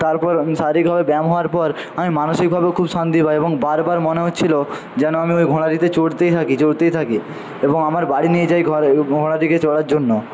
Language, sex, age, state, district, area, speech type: Bengali, male, 45-60, West Bengal, Paschim Medinipur, rural, spontaneous